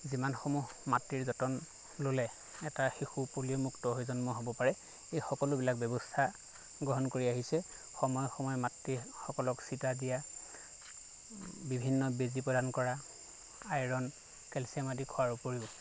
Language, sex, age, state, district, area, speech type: Assamese, male, 30-45, Assam, Lakhimpur, rural, spontaneous